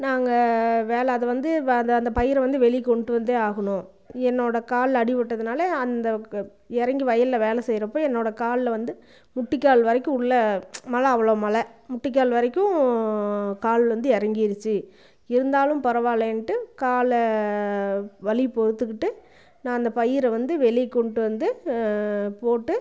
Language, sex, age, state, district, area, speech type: Tamil, female, 45-60, Tamil Nadu, Namakkal, rural, spontaneous